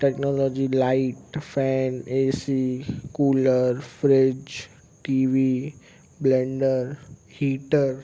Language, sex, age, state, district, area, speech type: Sindhi, male, 18-30, Gujarat, Kutch, rural, spontaneous